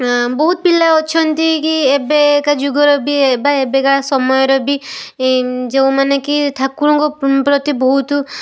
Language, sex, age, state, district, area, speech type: Odia, female, 18-30, Odisha, Balasore, rural, spontaneous